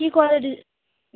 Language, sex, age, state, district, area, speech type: Bengali, female, 45-60, West Bengal, Dakshin Dinajpur, urban, conversation